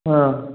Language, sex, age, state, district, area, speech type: Assamese, male, 18-30, Assam, Sivasagar, urban, conversation